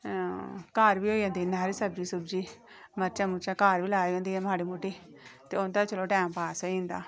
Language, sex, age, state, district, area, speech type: Dogri, female, 30-45, Jammu and Kashmir, Reasi, rural, spontaneous